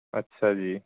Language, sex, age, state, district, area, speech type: Punjabi, male, 18-30, Punjab, Fazilka, rural, conversation